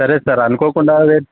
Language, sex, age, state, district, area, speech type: Telugu, male, 18-30, Telangana, Mancherial, rural, conversation